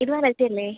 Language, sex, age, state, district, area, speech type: Malayalam, female, 30-45, Kerala, Thrissur, rural, conversation